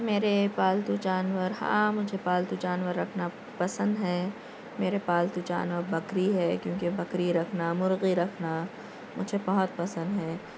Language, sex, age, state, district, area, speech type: Urdu, female, 18-30, Telangana, Hyderabad, urban, spontaneous